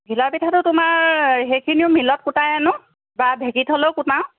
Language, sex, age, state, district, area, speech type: Assamese, female, 45-60, Assam, Sivasagar, rural, conversation